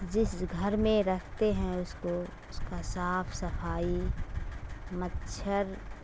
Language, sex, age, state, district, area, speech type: Urdu, female, 45-60, Bihar, Darbhanga, rural, spontaneous